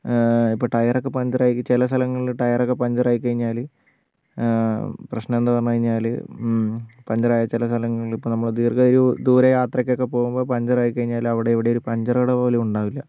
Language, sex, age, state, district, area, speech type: Malayalam, male, 60+, Kerala, Wayanad, rural, spontaneous